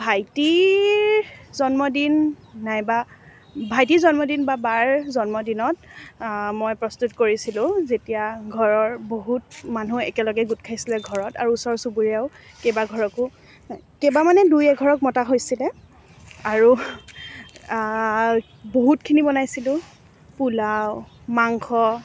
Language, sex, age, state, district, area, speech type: Assamese, female, 18-30, Assam, Morigaon, rural, spontaneous